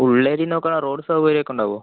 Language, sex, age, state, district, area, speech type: Malayalam, male, 18-30, Kerala, Palakkad, rural, conversation